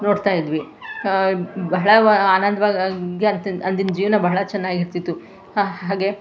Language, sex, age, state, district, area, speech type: Kannada, female, 45-60, Karnataka, Mandya, rural, spontaneous